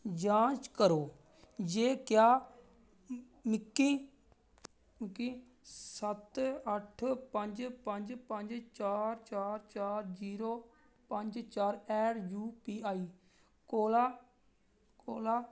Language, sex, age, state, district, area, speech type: Dogri, male, 30-45, Jammu and Kashmir, Reasi, rural, read